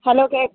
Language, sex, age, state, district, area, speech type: Malayalam, female, 45-60, Kerala, Idukki, rural, conversation